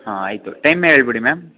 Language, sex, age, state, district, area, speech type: Kannada, male, 18-30, Karnataka, Mysore, urban, conversation